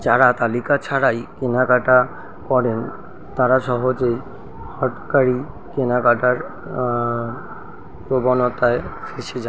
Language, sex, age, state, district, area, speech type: Bengali, male, 30-45, West Bengal, Kolkata, urban, read